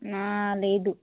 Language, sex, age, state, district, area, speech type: Telugu, female, 30-45, Telangana, Hanamkonda, rural, conversation